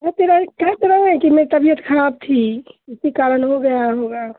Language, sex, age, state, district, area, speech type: Urdu, female, 60+, Bihar, Khagaria, rural, conversation